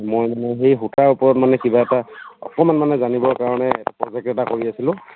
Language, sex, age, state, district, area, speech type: Assamese, male, 30-45, Assam, Dhemaji, rural, conversation